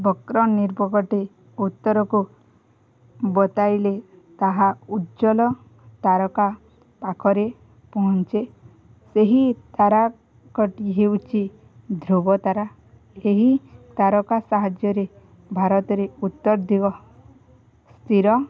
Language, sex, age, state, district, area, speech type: Odia, female, 18-30, Odisha, Balangir, urban, spontaneous